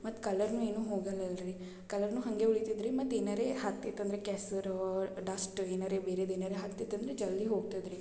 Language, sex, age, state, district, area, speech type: Kannada, female, 18-30, Karnataka, Gulbarga, urban, spontaneous